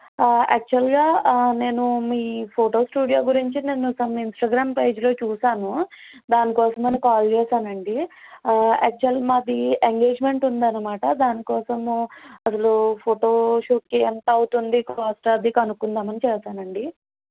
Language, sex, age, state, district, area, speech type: Telugu, female, 30-45, Andhra Pradesh, East Godavari, rural, conversation